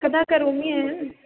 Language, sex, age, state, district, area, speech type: Sanskrit, female, 18-30, Rajasthan, Jaipur, urban, conversation